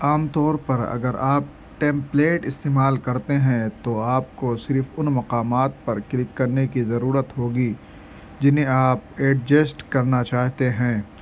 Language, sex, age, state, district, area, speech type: Urdu, male, 18-30, Delhi, East Delhi, urban, read